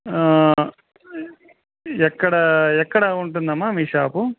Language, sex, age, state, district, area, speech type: Telugu, male, 30-45, Andhra Pradesh, Kadapa, urban, conversation